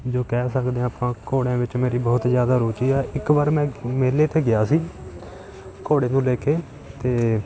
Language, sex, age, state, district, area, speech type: Punjabi, male, 18-30, Punjab, Fatehgarh Sahib, rural, spontaneous